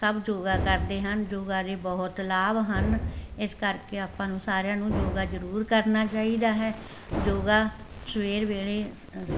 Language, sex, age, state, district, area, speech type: Punjabi, female, 60+, Punjab, Barnala, rural, spontaneous